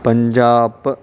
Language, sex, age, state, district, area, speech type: Sindhi, male, 60+, Maharashtra, Thane, urban, spontaneous